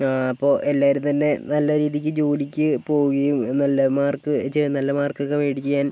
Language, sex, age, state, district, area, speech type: Malayalam, male, 18-30, Kerala, Kozhikode, urban, spontaneous